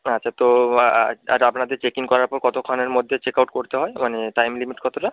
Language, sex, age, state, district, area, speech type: Bengali, male, 30-45, West Bengal, Jalpaiguri, rural, conversation